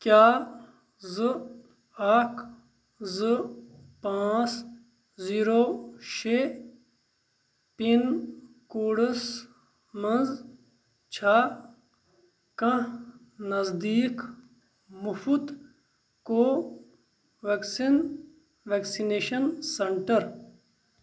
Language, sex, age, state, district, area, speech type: Kashmiri, male, 30-45, Jammu and Kashmir, Kupwara, urban, read